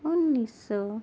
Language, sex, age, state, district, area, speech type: Urdu, female, 30-45, Delhi, Central Delhi, urban, spontaneous